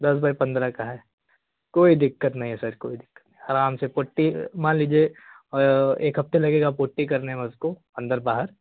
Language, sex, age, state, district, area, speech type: Hindi, male, 18-30, Uttar Pradesh, Jaunpur, rural, conversation